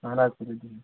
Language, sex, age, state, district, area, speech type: Kashmiri, male, 18-30, Jammu and Kashmir, Pulwama, urban, conversation